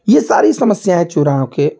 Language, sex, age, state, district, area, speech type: Hindi, male, 45-60, Uttar Pradesh, Ghazipur, rural, spontaneous